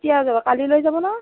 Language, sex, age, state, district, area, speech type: Assamese, female, 30-45, Assam, Nagaon, rural, conversation